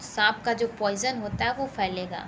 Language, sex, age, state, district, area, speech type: Hindi, female, 30-45, Uttar Pradesh, Sonbhadra, rural, spontaneous